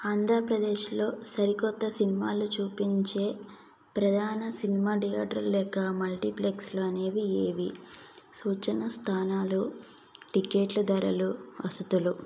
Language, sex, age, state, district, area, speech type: Telugu, female, 18-30, Andhra Pradesh, N T Rama Rao, urban, spontaneous